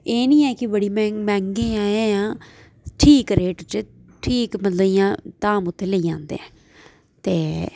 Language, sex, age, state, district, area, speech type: Dogri, female, 18-30, Jammu and Kashmir, Jammu, rural, spontaneous